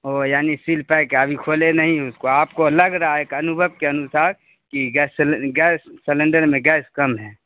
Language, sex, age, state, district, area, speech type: Urdu, male, 30-45, Bihar, Khagaria, urban, conversation